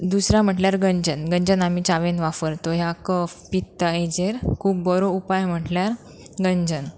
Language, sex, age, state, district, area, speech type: Goan Konkani, female, 18-30, Goa, Pernem, rural, spontaneous